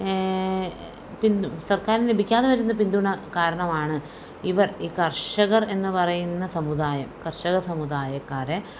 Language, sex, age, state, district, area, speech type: Malayalam, female, 45-60, Kerala, Palakkad, rural, spontaneous